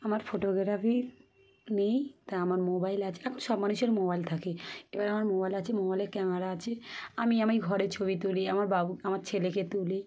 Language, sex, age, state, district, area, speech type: Bengali, female, 30-45, West Bengal, Dakshin Dinajpur, urban, spontaneous